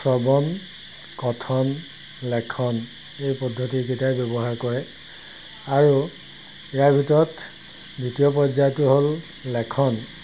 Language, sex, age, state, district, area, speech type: Assamese, male, 60+, Assam, Golaghat, rural, spontaneous